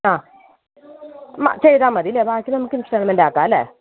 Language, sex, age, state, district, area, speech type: Malayalam, female, 30-45, Kerala, Malappuram, rural, conversation